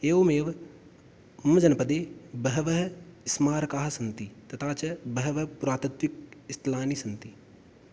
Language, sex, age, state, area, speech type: Sanskrit, male, 18-30, Rajasthan, rural, spontaneous